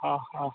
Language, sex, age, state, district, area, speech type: Assamese, male, 45-60, Assam, Dibrugarh, rural, conversation